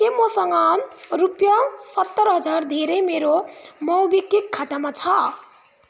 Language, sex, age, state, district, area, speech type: Nepali, female, 18-30, West Bengal, Kalimpong, rural, read